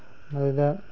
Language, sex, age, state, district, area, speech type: Manipuri, male, 18-30, Manipur, Tengnoupal, urban, spontaneous